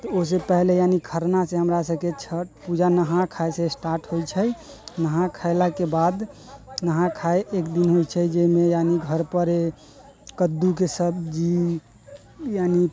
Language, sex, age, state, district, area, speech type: Maithili, male, 18-30, Bihar, Muzaffarpur, rural, spontaneous